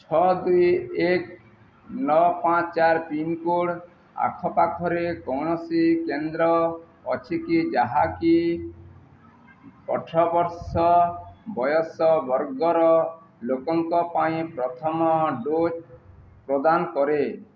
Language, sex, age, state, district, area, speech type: Odia, male, 60+, Odisha, Balangir, urban, read